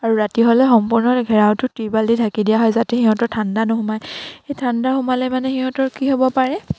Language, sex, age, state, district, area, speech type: Assamese, female, 18-30, Assam, Sivasagar, rural, spontaneous